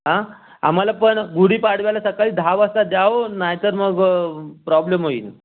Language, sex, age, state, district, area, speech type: Marathi, male, 30-45, Maharashtra, Raigad, rural, conversation